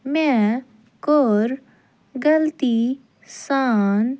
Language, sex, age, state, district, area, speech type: Kashmiri, female, 18-30, Jammu and Kashmir, Ganderbal, rural, read